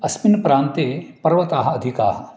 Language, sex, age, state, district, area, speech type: Sanskrit, male, 45-60, Karnataka, Uttara Kannada, urban, spontaneous